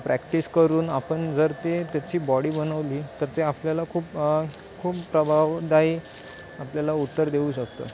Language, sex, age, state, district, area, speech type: Marathi, male, 18-30, Maharashtra, Ratnagiri, rural, spontaneous